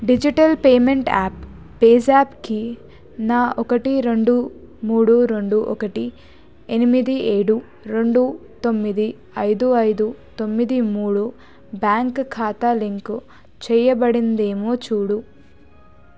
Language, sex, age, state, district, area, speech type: Telugu, female, 18-30, Telangana, Hyderabad, urban, read